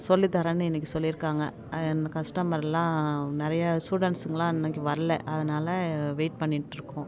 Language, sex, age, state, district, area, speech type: Tamil, female, 30-45, Tamil Nadu, Tiruvannamalai, rural, spontaneous